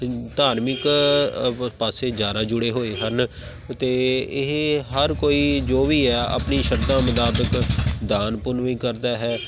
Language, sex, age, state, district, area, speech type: Punjabi, male, 30-45, Punjab, Tarn Taran, urban, spontaneous